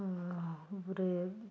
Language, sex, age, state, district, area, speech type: Tamil, female, 30-45, Tamil Nadu, Nilgiris, rural, spontaneous